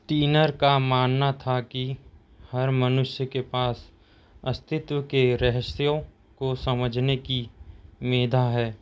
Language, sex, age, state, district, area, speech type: Hindi, male, 30-45, Madhya Pradesh, Seoni, urban, read